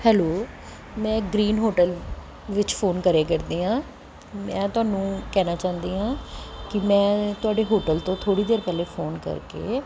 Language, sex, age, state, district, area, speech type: Punjabi, female, 45-60, Punjab, Pathankot, urban, spontaneous